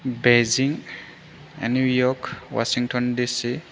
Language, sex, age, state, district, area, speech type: Bodo, male, 18-30, Assam, Chirang, rural, spontaneous